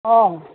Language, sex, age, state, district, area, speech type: Odia, male, 60+, Odisha, Gajapati, rural, conversation